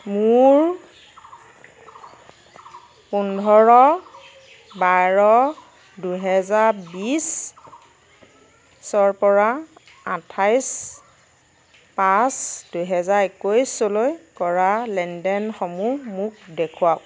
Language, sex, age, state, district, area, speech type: Assamese, female, 18-30, Assam, Nagaon, rural, read